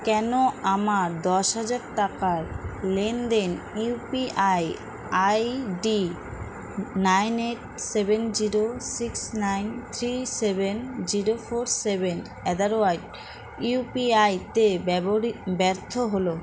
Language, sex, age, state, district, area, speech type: Bengali, female, 18-30, West Bengal, Alipurduar, rural, read